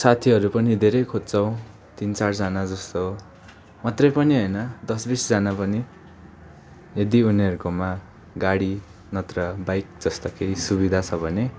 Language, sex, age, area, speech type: Nepali, male, 18-30, rural, spontaneous